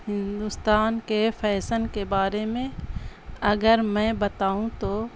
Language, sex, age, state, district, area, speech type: Urdu, female, 60+, Bihar, Gaya, urban, spontaneous